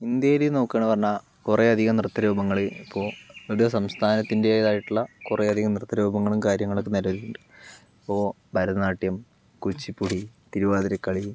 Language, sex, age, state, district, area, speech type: Malayalam, male, 60+, Kerala, Palakkad, rural, spontaneous